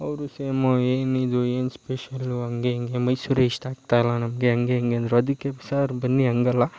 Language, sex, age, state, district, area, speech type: Kannada, male, 18-30, Karnataka, Mysore, rural, spontaneous